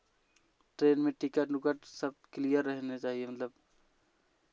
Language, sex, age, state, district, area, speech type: Hindi, male, 18-30, Uttar Pradesh, Jaunpur, rural, spontaneous